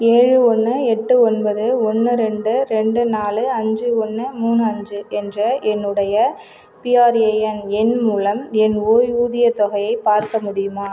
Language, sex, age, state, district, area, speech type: Tamil, female, 45-60, Tamil Nadu, Cuddalore, rural, read